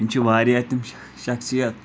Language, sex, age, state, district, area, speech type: Kashmiri, male, 18-30, Jammu and Kashmir, Kulgam, rural, spontaneous